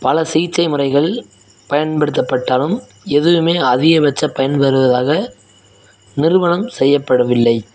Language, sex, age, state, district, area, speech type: Tamil, male, 18-30, Tamil Nadu, Madurai, rural, read